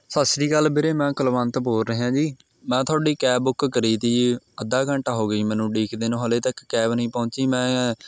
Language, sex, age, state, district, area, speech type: Punjabi, male, 18-30, Punjab, Mohali, rural, spontaneous